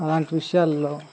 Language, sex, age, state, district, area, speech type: Telugu, male, 18-30, Andhra Pradesh, Guntur, rural, spontaneous